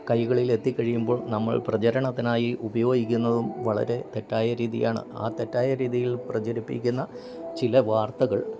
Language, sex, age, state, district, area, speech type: Malayalam, male, 60+, Kerala, Idukki, rural, spontaneous